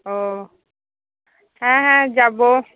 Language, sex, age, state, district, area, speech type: Bengali, female, 30-45, West Bengal, Cooch Behar, rural, conversation